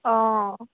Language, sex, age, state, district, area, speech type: Assamese, female, 18-30, Assam, Sivasagar, rural, conversation